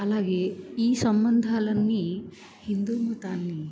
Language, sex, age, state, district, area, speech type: Telugu, female, 18-30, Andhra Pradesh, Bapatla, rural, spontaneous